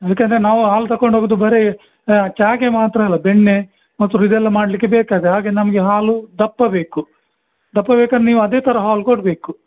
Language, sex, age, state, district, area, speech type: Kannada, male, 60+, Karnataka, Dakshina Kannada, rural, conversation